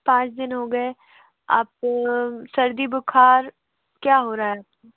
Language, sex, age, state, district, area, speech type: Hindi, female, 18-30, Madhya Pradesh, Bhopal, urban, conversation